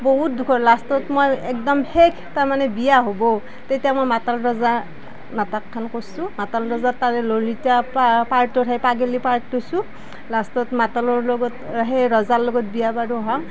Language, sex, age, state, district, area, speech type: Assamese, female, 45-60, Assam, Nalbari, rural, spontaneous